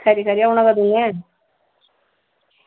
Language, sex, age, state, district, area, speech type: Dogri, female, 45-60, Jammu and Kashmir, Udhampur, rural, conversation